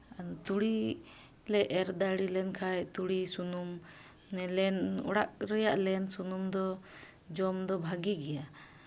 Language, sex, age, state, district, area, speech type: Santali, female, 30-45, West Bengal, Malda, rural, spontaneous